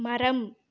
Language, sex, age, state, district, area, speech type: Tamil, female, 18-30, Tamil Nadu, Namakkal, urban, read